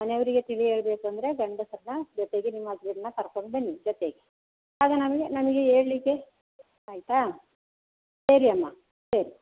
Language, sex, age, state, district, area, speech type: Kannada, female, 60+, Karnataka, Kodagu, rural, conversation